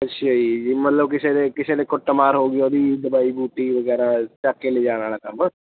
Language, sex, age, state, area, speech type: Punjabi, male, 18-30, Punjab, urban, conversation